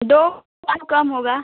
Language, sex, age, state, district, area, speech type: Hindi, female, 18-30, Uttar Pradesh, Ghazipur, urban, conversation